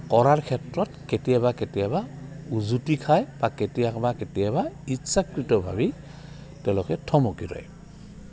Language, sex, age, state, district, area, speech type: Assamese, male, 60+, Assam, Goalpara, urban, spontaneous